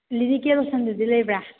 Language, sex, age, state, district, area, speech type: Manipuri, female, 18-30, Manipur, Churachandpur, rural, conversation